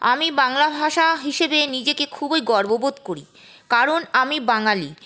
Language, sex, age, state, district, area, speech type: Bengali, female, 30-45, West Bengal, Paschim Bardhaman, rural, spontaneous